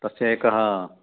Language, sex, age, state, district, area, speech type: Sanskrit, male, 60+, Karnataka, Dakshina Kannada, rural, conversation